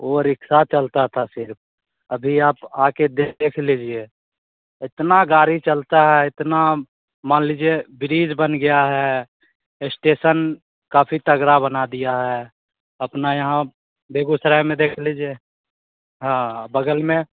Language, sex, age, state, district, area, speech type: Hindi, male, 18-30, Bihar, Begusarai, rural, conversation